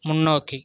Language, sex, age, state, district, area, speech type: Tamil, male, 30-45, Tamil Nadu, Viluppuram, rural, read